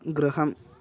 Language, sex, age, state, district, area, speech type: Sanskrit, male, 18-30, Karnataka, Bagalkot, rural, read